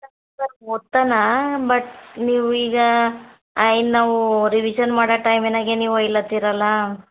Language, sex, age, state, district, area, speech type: Kannada, female, 30-45, Karnataka, Bidar, urban, conversation